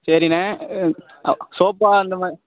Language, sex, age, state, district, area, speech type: Tamil, male, 18-30, Tamil Nadu, Thoothukudi, rural, conversation